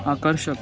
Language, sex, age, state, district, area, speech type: Marathi, male, 18-30, Maharashtra, Thane, urban, read